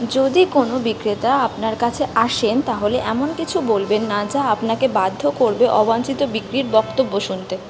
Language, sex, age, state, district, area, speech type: Bengali, female, 18-30, West Bengal, Kolkata, urban, read